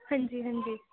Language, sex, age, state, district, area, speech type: Urdu, female, 18-30, Delhi, Central Delhi, rural, conversation